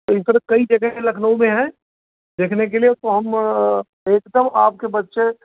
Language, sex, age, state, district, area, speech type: Hindi, male, 60+, Uttar Pradesh, Azamgarh, rural, conversation